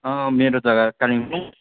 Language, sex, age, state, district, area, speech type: Nepali, male, 60+, West Bengal, Kalimpong, rural, conversation